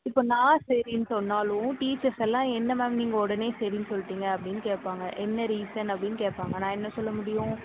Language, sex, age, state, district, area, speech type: Tamil, female, 18-30, Tamil Nadu, Tirunelveli, rural, conversation